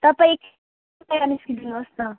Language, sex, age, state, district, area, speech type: Nepali, female, 18-30, West Bengal, Kalimpong, rural, conversation